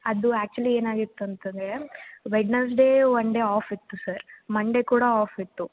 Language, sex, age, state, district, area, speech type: Kannada, female, 18-30, Karnataka, Gulbarga, urban, conversation